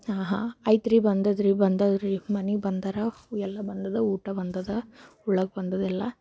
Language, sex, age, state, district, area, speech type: Kannada, female, 18-30, Karnataka, Bidar, rural, spontaneous